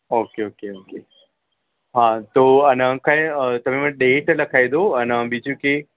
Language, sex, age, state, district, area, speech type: Gujarati, male, 30-45, Gujarat, Ahmedabad, urban, conversation